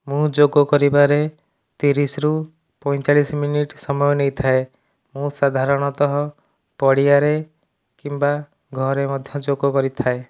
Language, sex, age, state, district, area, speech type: Odia, male, 45-60, Odisha, Nayagarh, rural, spontaneous